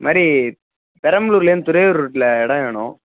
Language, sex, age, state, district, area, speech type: Tamil, male, 18-30, Tamil Nadu, Perambalur, urban, conversation